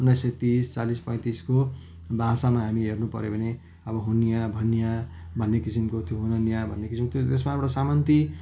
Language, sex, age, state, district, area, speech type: Nepali, male, 45-60, West Bengal, Jalpaiguri, rural, spontaneous